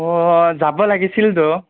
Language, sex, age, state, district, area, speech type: Assamese, male, 45-60, Assam, Nagaon, rural, conversation